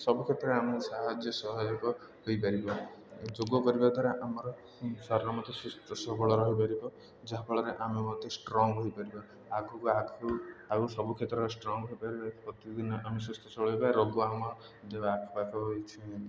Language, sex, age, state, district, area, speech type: Odia, male, 18-30, Odisha, Ganjam, urban, spontaneous